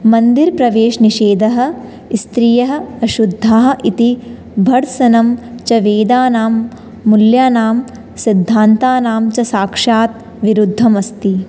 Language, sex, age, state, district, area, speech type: Sanskrit, female, 18-30, Rajasthan, Jaipur, urban, spontaneous